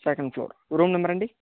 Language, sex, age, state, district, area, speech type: Telugu, male, 18-30, Andhra Pradesh, Chittoor, rural, conversation